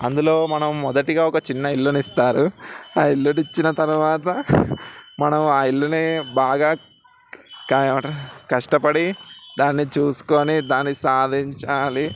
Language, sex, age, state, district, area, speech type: Telugu, male, 18-30, Telangana, Ranga Reddy, urban, spontaneous